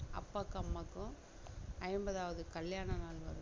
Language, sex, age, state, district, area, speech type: Tamil, female, 60+, Tamil Nadu, Mayiladuthurai, rural, spontaneous